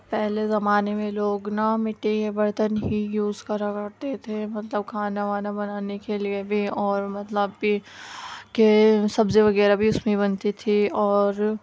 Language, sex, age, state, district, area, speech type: Urdu, female, 45-60, Delhi, Central Delhi, rural, spontaneous